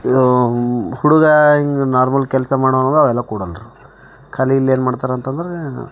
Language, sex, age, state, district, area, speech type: Kannada, male, 30-45, Karnataka, Bidar, urban, spontaneous